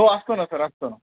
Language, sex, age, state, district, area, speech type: Marathi, male, 30-45, Maharashtra, Nanded, rural, conversation